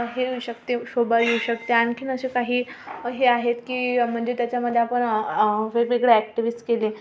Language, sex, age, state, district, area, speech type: Marathi, female, 18-30, Maharashtra, Amravati, urban, spontaneous